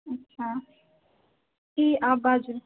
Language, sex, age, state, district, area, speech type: Maithili, female, 30-45, Bihar, Sitamarhi, rural, conversation